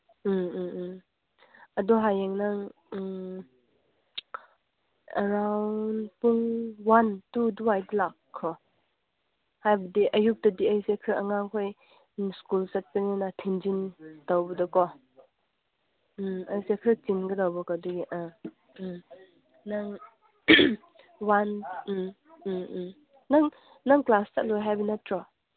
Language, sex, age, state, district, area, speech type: Manipuri, female, 45-60, Manipur, Kangpokpi, rural, conversation